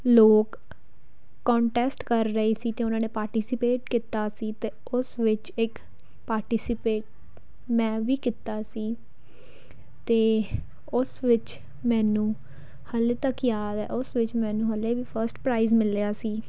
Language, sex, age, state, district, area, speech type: Punjabi, female, 18-30, Punjab, Pathankot, urban, spontaneous